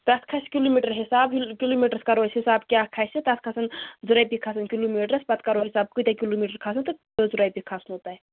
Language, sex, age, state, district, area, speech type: Kashmiri, female, 18-30, Jammu and Kashmir, Bandipora, rural, conversation